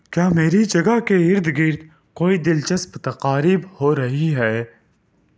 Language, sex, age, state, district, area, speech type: Urdu, male, 45-60, Delhi, Central Delhi, urban, read